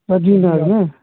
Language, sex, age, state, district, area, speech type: Kashmiri, male, 30-45, Jammu and Kashmir, Anantnag, rural, conversation